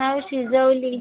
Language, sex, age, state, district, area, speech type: Marathi, female, 18-30, Maharashtra, Amravati, rural, conversation